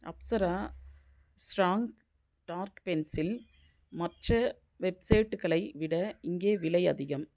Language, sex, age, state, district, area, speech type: Tamil, female, 45-60, Tamil Nadu, Viluppuram, urban, read